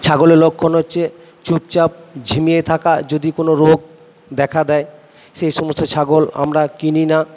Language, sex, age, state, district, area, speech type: Bengali, male, 60+, West Bengal, Purba Bardhaman, urban, spontaneous